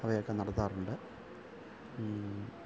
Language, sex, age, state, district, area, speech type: Malayalam, male, 45-60, Kerala, Thiruvananthapuram, rural, spontaneous